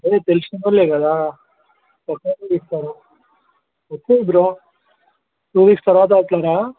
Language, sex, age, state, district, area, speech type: Telugu, male, 30-45, Telangana, Vikarabad, urban, conversation